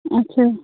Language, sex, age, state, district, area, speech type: Kashmiri, female, 30-45, Jammu and Kashmir, Bandipora, rural, conversation